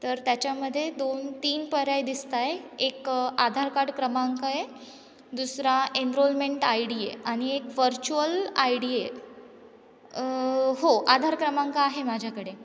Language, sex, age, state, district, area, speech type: Marathi, female, 18-30, Maharashtra, Ahmednagar, urban, spontaneous